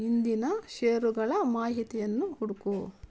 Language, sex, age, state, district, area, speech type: Kannada, female, 45-60, Karnataka, Kolar, rural, read